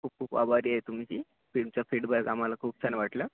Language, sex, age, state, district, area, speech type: Marathi, male, 18-30, Maharashtra, Gadchiroli, rural, conversation